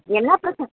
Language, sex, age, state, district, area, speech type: Tamil, female, 60+, Tamil Nadu, Krishnagiri, rural, conversation